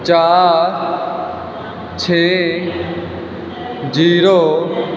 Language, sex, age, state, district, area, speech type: Punjabi, male, 18-30, Punjab, Fazilka, rural, read